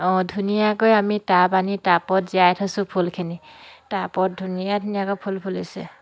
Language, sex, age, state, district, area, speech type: Assamese, female, 30-45, Assam, Dhemaji, rural, spontaneous